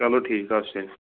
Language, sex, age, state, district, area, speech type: Kashmiri, male, 30-45, Jammu and Kashmir, Pulwama, urban, conversation